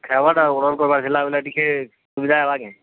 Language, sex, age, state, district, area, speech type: Odia, male, 45-60, Odisha, Nuapada, urban, conversation